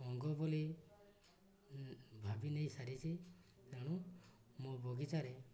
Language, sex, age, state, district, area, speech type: Odia, male, 60+, Odisha, Mayurbhanj, rural, spontaneous